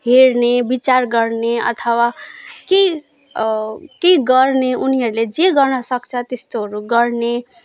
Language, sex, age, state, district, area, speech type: Nepali, female, 18-30, West Bengal, Alipurduar, urban, spontaneous